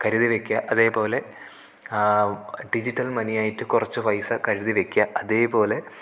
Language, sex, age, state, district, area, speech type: Malayalam, male, 18-30, Kerala, Kasaragod, rural, spontaneous